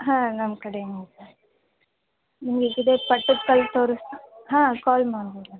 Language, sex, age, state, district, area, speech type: Kannada, female, 18-30, Karnataka, Gadag, rural, conversation